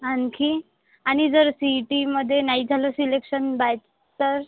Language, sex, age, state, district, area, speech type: Marathi, female, 18-30, Maharashtra, Washim, rural, conversation